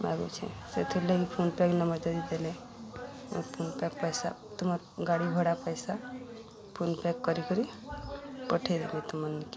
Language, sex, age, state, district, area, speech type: Odia, female, 45-60, Odisha, Balangir, urban, spontaneous